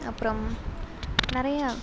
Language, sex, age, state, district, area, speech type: Tamil, female, 18-30, Tamil Nadu, Sivaganga, rural, spontaneous